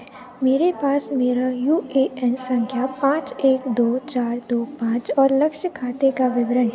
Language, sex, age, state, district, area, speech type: Hindi, female, 18-30, Madhya Pradesh, Narsinghpur, rural, read